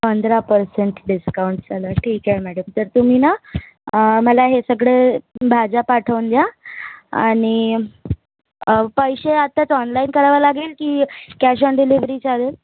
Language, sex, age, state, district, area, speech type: Marathi, female, 30-45, Maharashtra, Nagpur, urban, conversation